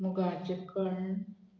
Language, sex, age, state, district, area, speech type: Goan Konkani, female, 45-60, Goa, Murmgao, rural, spontaneous